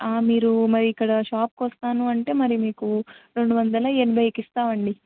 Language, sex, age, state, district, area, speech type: Telugu, female, 18-30, Telangana, Medak, urban, conversation